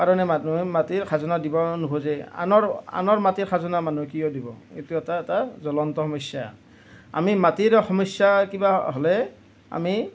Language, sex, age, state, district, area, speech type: Assamese, male, 30-45, Assam, Nalbari, rural, spontaneous